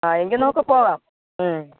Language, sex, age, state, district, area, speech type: Malayalam, female, 45-60, Kerala, Thiruvananthapuram, urban, conversation